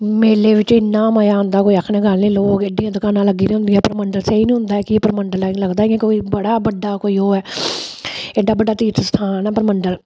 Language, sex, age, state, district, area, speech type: Dogri, female, 45-60, Jammu and Kashmir, Samba, rural, spontaneous